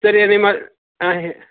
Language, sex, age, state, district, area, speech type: Kannada, male, 45-60, Karnataka, Shimoga, rural, conversation